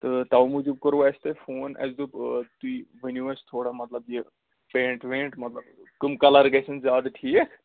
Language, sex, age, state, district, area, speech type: Kashmiri, male, 30-45, Jammu and Kashmir, Anantnag, rural, conversation